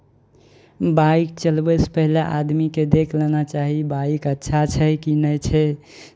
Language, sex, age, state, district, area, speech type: Maithili, male, 18-30, Bihar, Araria, rural, spontaneous